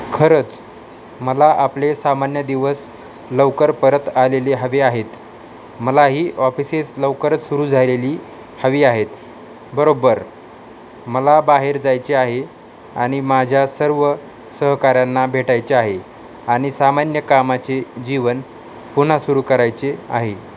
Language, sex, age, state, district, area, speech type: Marathi, male, 30-45, Maharashtra, Osmanabad, rural, read